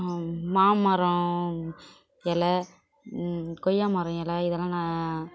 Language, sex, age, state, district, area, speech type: Tamil, female, 18-30, Tamil Nadu, Kallakurichi, urban, spontaneous